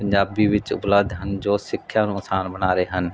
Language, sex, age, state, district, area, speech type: Punjabi, male, 30-45, Punjab, Mansa, urban, spontaneous